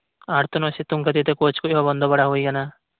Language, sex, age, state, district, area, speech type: Santali, male, 18-30, West Bengal, Birbhum, rural, conversation